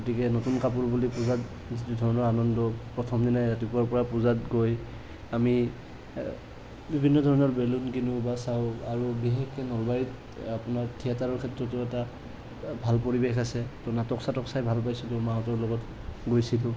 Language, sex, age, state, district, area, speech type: Assamese, male, 30-45, Assam, Nalbari, rural, spontaneous